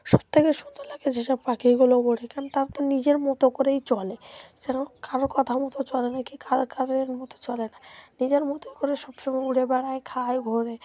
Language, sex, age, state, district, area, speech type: Bengali, female, 30-45, West Bengal, Dakshin Dinajpur, urban, spontaneous